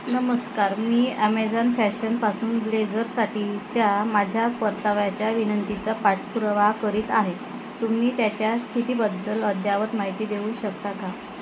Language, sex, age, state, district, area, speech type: Marathi, female, 30-45, Maharashtra, Wardha, rural, read